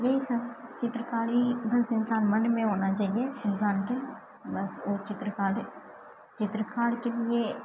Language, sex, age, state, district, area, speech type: Maithili, female, 18-30, Bihar, Purnia, rural, spontaneous